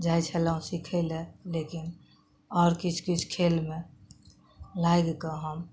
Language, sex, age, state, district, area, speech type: Maithili, female, 60+, Bihar, Madhubani, rural, spontaneous